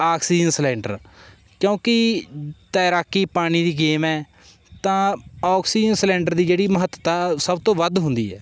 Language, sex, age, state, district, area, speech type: Punjabi, male, 18-30, Punjab, Bathinda, rural, spontaneous